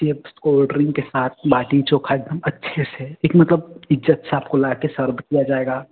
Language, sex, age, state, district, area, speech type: Hindi, male, 18-30, Uttar Pradesh, Ghazipur, rural, conversation